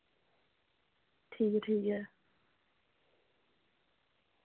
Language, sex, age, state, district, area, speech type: Dogri, female, 30-45, Jammu and Kashmir, Samba, rural, conversation